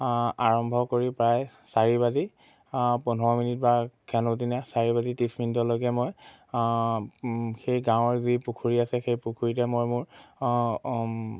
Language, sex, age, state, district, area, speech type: Assamese, male, 18-30, Assam, Majuli, urban, spontaneous